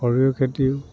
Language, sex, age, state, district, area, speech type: Assamese, male, 45-60, Assam, Dhemaji, rural, spontaneous